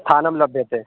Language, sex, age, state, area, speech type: Sanskrit, male, 18-30, Bihar, rural, conversation